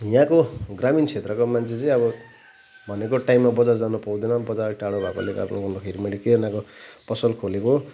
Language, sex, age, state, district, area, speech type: Nepali, male, 30-45, West Bengal, Kalimpong, rural, spontaneous